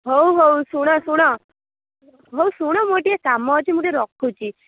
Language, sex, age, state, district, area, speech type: Odia, female, 18-30, Odisha, Kendujhar, urban, conversation